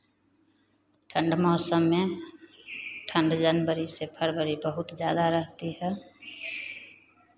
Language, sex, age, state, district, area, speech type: Hindi, female, 45-60, Bihar, Begusarai, rural, spontaneous